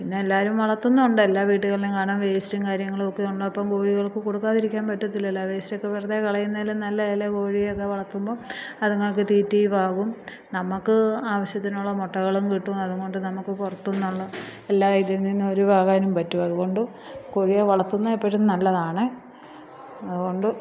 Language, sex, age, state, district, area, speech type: Malayalam, female, 45-60, Kerala, Alappuzha, rural, spontaneous